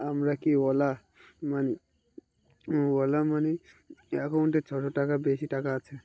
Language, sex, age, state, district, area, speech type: Bengali, male, 18-30, West Bengal, Uttar Dinajpur, urban, read